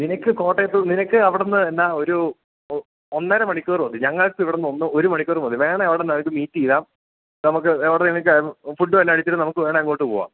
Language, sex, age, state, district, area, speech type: Malayalam, male, 18-30, Kerala, Idukki, rural, conversation